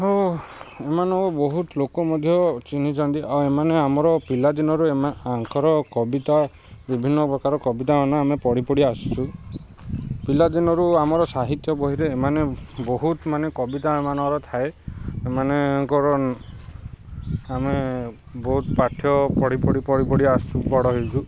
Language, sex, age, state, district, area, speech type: Odia, male, 30-45, Odisha, Ganjam, urban, spontaneous